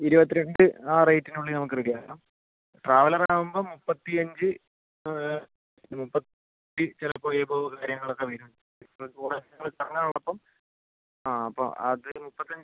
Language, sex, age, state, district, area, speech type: Malayalam, male, 30-45, Kerala, Wayanad, rural, conversation